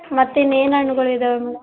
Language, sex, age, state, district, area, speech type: Kannada, female, 18-30, Karnataka, Vijayanagara, rural, conversation